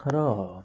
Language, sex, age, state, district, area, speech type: Nepali, male, 45-60, West Bengal, Alipurduar, rural, spontaneous